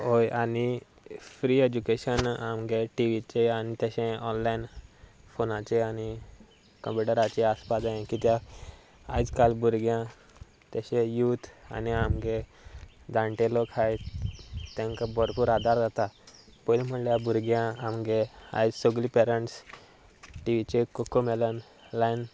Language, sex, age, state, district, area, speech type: Goan Konkani, male, 18-30, Goa, Sanguem, rural, spontaneous